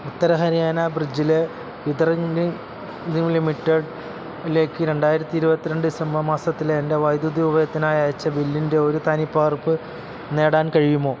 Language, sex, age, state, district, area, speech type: Malayalam, male, 30-45, Kerala, Alappuzha, urban, read